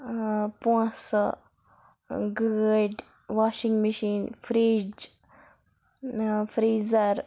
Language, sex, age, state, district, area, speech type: Kashmiri, female, 30-45, Jammu and Kashmir, Baramulla, urban, spontaneous